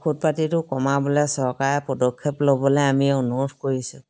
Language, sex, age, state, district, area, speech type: Assamese, female, 60+, Assam, Dhemaji, rural, spontaneous